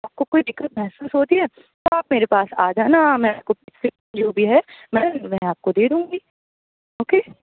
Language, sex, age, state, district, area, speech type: Urdu, female, 30-45, Uttar Pradesh, Aligarh, urban, conversation